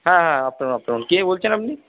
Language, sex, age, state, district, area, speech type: Bengali, male, 60+, West Bengal, Purba Bardhaman, urban, conversation